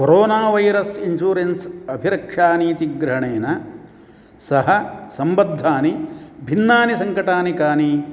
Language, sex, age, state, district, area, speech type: Sanskrit, male, 60+, Karnataka, Uttara Kannada, rural, read